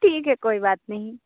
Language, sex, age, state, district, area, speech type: Hindi, female, 30-45, Madhya Pradesh, Balaghat, rural, conversation